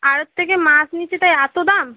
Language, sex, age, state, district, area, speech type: Bengali, female, 18-30, West Bengal, Howrah, urban, conversation